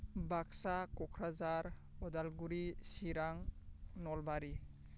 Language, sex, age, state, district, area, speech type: Bodo, male, 18-30, Assam, Baksa, rural, spontaneous